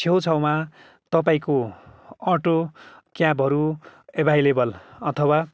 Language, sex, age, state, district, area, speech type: Nepali, male, 45-60, West Bengal, Kalimpong, rural, spontaneous